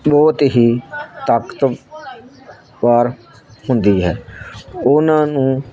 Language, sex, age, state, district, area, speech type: Punjabi, male, 60+, Punjab, Hoshiarpur, rural, spontaneous